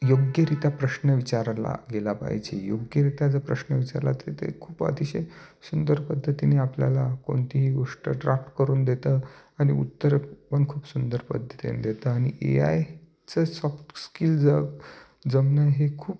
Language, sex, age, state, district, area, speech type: Marathi, male, 30-45, Maharashtra, Nashik, urban, spontaneous